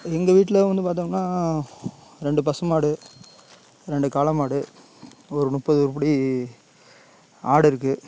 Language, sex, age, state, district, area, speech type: Tamil, male, 30-45, Tamil Nadu, Tiruchirappalli, rural, spontaneous